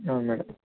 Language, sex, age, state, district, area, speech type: Telugu, male, 60+, Andhra Pradesh, Kakinada, rural, conversation